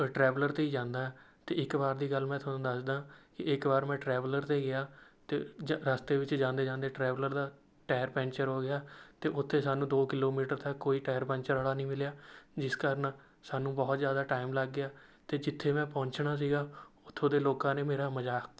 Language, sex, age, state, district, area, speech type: Punjabi, male, 18-30, Punjab, Rupnagar, rural, spontaneous